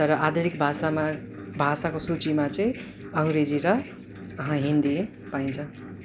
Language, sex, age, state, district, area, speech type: Nepali, male, 18-30, West Bengal, Darjeeling, rural, spontaneous